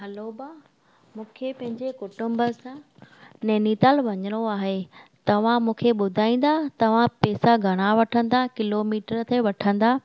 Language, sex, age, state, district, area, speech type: Sindhi, female, 30-45, Gujarat, Junagadh, rural, spontaneous